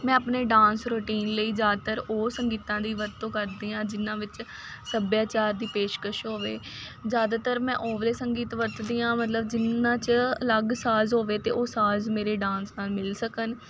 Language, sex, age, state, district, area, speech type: Punjabi, female, 18-30, Punjab, Faridkot, urban, spontaneous